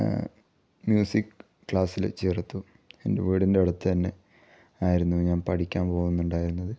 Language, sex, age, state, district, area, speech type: Malayalam, male, 18-30, Kerala, Kasaragod, rural, spontaneous